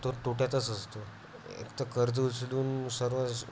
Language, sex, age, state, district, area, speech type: Marathi, male, 18-30, Maharashtra, Amravati, rural, spontaneous